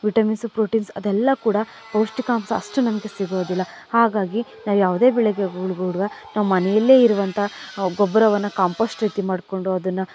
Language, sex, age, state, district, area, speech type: Kannada, female, 30-45, Karnataka, Mandya, rural, spontaneous